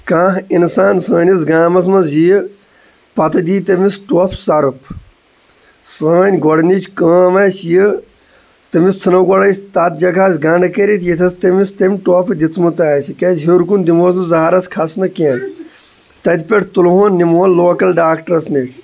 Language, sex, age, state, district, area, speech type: Kashmiri, male, 18-30, Jammu and Kashmir, Shopian, rural, spontaneous